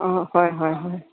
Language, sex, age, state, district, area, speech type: Assamese, female, 45-60, Assam, Dibrugarh, rural, conversation